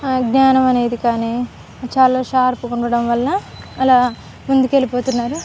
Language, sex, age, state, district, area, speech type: Telugu, female, 18-30, Telangana, Khammam, urban, spontaneous